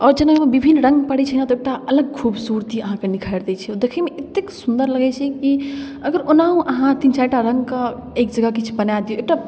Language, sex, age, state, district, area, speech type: Maithili, female, 18-30, Bihar, Darbhanga, rural, spontaneous